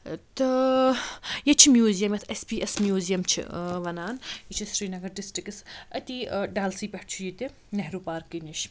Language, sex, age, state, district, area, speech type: Kashmiri, female, 30-45, Jammu and Kashmir, Srinagar, urban, spontaneous